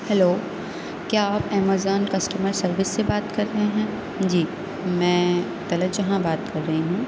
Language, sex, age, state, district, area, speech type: Urdu, female, 18-30, Uttar Pradesh, Aligarh, urban, spontaneous